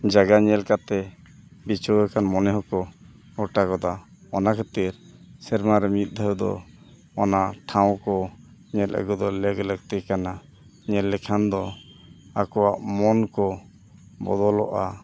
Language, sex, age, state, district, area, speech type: Santali, male, 45-60, Odisha, Mayurbhanj, rural, spontaneous